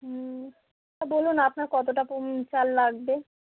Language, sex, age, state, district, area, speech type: Bengali, female, 45-60, West Bengal, South 24 Parganas, rural, conversation